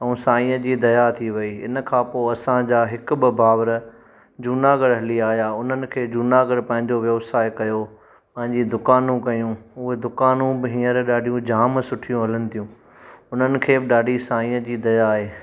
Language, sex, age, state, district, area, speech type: Sindhi, male, 30-45, Gujarat, Junagadh, rural, spontaneous